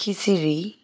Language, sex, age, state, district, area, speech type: Assamese, female, 30-45, Assam, Majuli, rural, spontaneous